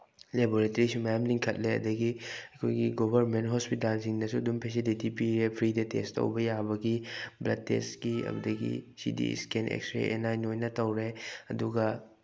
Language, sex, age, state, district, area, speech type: Manipuri, male, 18-30, Manipur, Bishnupur, rural, spontaneous